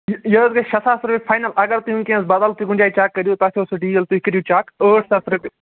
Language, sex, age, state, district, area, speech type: Kashmiri, male, 18-30, Jammu and Kashmir, Srinagar, urban, conversation